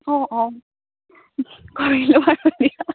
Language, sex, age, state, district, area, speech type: Assamese, female, 18-30, Assam, Dibrugarh, rural, conversation